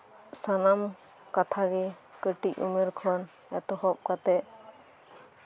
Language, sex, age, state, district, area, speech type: Santali, female, 18-30, West Bengal, Birbhum, rural, spontaneous